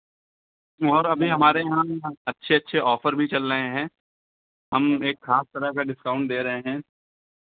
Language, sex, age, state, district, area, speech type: Hindi, male, 45-60, Uttar Pradesh, Lucknow, rural, conversation